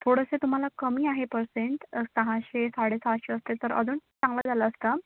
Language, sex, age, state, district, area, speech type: Marathi, female, 18-30, Maharashtra, Wardha, rural, conversation